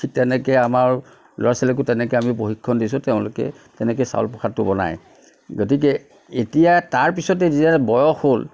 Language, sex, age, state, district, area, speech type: Assamese, male, 60+, Assam, Nagaon, rural, spontaneous